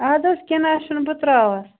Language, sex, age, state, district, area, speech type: Kashmiri, female, 18-30, Jammu and Kashmir, Baramulla, rural, conversation